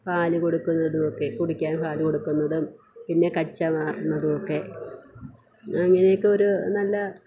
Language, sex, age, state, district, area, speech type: Malayalam, female, 30-45, Kerala, Thiruvananthapuram, rural, spontaneous